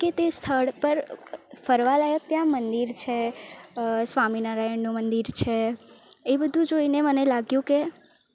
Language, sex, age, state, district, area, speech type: Gujarati, female, 18-30, Gujarat, Valsad, rural, spontaneous